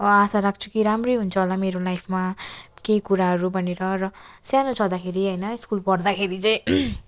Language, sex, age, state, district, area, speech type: Nepali, female, 18-30, West Bengal, Darjeeling, rural, spontaneous